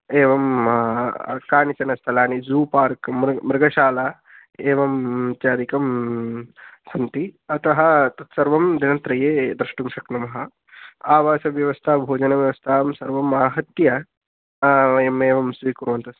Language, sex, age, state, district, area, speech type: Sanskrit, male, 18-30, Tamil Nadu, Kanchipuram, urban, conversation